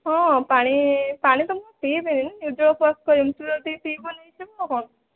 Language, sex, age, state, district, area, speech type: Odia, female, 18-30, Odisha, Jajpur, rural, conversation